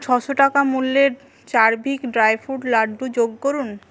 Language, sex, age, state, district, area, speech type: Bengali, female, 18-30, West Bengal, Paschim Medinipur, rural, read